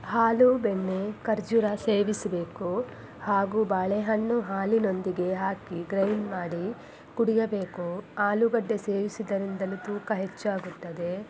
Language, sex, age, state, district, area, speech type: Kannada, female, 18-30, Karnataka, Chitradurga, rural, spontaneous